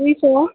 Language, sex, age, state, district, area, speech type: Nepali, female, 45-60, West Bengal, Alipurduar, rural, conversation